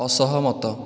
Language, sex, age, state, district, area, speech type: Odia, male, 18-30, Odisha, Dhenkanal, urban, read